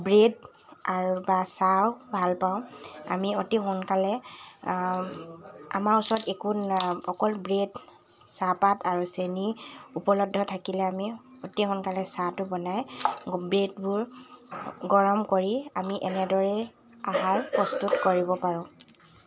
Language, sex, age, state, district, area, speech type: Assamese, female, 18-30, Assam, Dibrugarh, urban, spontaneous